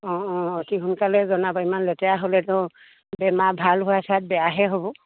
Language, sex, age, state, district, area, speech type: Assamese, female, 60+, Assam, Dibrugarh, rural, conversation